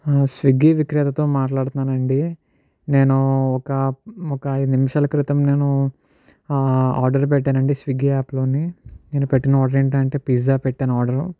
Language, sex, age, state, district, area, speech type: Telugu, male, 60+, Andhra Pradesh, Kakinada, rural, spontaneous